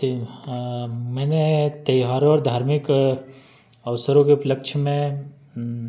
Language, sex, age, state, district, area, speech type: Hindi, male, 30-45, Madhya Pradesh, Betul, urban, spontaneous